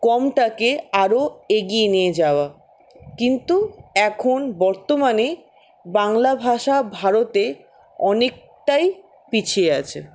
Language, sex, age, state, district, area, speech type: Bengali, female, 60+, West Bengal, Paschim Bardhaman, rural, spontaneous